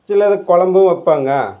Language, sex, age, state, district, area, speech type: Tamil, male, 60+, Tamil Nadu, Dharmapuri, rural, spontaneous